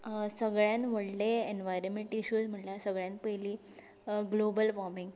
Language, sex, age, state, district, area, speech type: Goan Konkani, female, 18-30, Goa, Tiswadi, rural, spontaneous